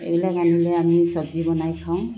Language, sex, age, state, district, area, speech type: Assamese, female, 60+, Assam, Dibrugarh, urban, spontaneous